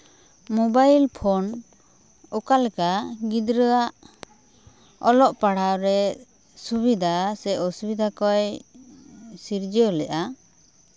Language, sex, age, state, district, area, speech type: Santali, female, 30-45, West Bengal, Bankura, rural, spontaneous